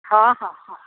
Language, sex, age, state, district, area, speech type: Odia, female, 45-60, Odisha, Sambalpur, rural, conversation